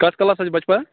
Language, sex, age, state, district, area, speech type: Kashmiri, male, 30-45, Jammu and Kashmir, Baramulla, rural, conversation